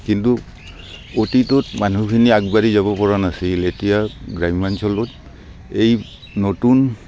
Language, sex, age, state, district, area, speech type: Assamese, male, 45-60, Assam, Barpeta, rural, spontaneous